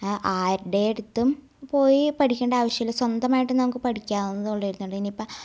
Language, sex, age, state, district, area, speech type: Malayalam, female, 18-30, Kerala, Ernakulam, rural, spontaneous